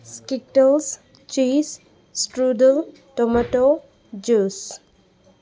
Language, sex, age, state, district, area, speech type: Manipuri, female, 18-30, Manipur, Chandel, rural, spontaneous